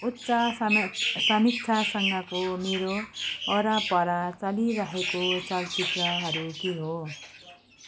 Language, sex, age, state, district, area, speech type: Nepali, female, 45-60, West Bengal, Jalpaiguri, rural, read